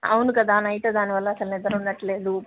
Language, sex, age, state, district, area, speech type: Telugu, female, 30-45, Andhra Pradesh, Nellore, urban, conversation